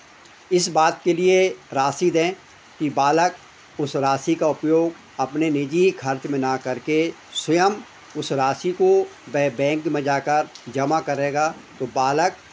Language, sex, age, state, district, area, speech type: Hindi, male, 60+, Madhya Pradesh, Hoshangabad, urban, spontaneous